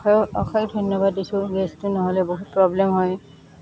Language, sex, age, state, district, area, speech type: Assamese, female, 60+, Assam, Goalpara, urban, spontaneous